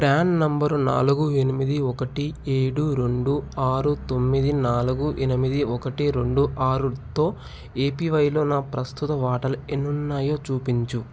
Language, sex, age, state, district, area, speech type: Telugu, male, 18-30, Telangana, Ranga Reddy, urban, read